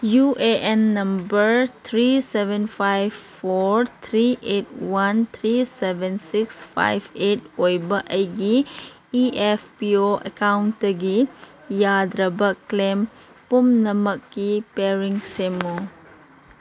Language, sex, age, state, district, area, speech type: Manipuri, female, 30-45, Manipur, Chandel, rural, read